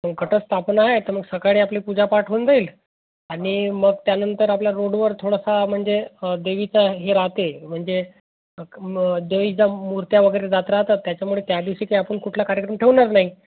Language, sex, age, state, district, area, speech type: Marathi, male, 30-45, Maharashtra, Amravati, rural, conversation